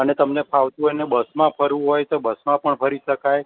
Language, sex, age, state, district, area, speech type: Gujarati, male, 60+, Gujarat, Surat, urban, conversation